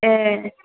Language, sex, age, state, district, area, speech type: Bodo, female, 45-60, Assam, Chirang, rural, conversation